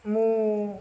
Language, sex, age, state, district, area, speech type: Odia, male, 18-30, Odisha, Nabarangpur, urban, spontaneous